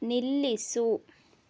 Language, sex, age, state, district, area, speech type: Kannada, female, 18-30, Karnataka, Chitradurga, rural, read